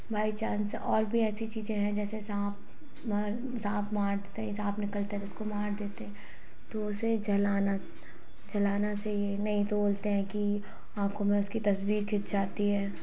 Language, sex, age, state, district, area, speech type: Hindi, female, 18-30, Madhya Pradesh, Hoshangabad, urban, spontaneous